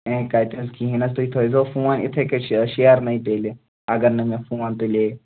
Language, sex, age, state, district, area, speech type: Kashmiri, male, 18-30, Jammu and Kashmir, Ganderbal, rural, conversation